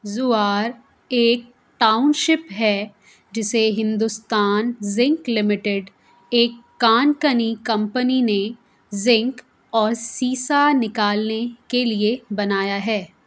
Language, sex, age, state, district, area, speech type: Urdu, female, 30-45, Delhi, South Delhi, urban, read